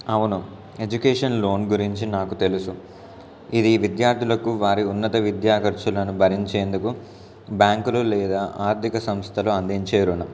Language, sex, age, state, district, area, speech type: Telugu, male, 18-30, Telangana, Warangal, urban, spontaneous